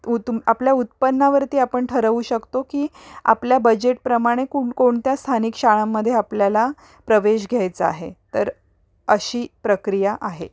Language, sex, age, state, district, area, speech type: Marathi, female, 30-45, Maharashtra, Pune, urban, spontaneous